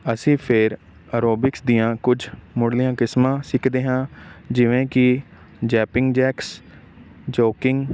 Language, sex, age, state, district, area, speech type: Punjabi, male, 18-30, Punjab, Fazilka, urban, spontaneous